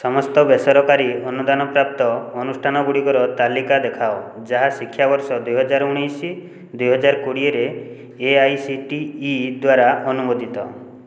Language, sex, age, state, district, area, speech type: Odia, male, 30-45, Odisha, Puri, urban, read